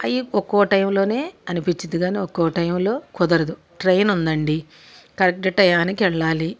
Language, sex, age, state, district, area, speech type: Telugu, female, 45-60, Andhra Pradesh, Bapatla, urban, spontaneous